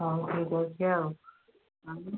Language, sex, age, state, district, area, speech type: Odia, female, 45-60, Odisha, Nayagarh, rural, conversation